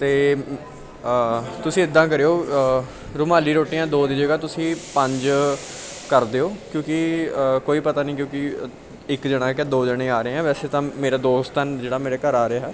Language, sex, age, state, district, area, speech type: Punjabi, male, 18-30, Punjab, Bathinda, urban, spontaneous